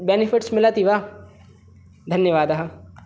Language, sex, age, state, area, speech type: Sanskrit, male, 18-30, Madhya Pradesh, rural, spontaneous